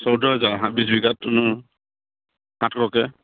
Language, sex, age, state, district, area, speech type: Assamese, male, 45-60, Assam, Charaideo, rural, conversation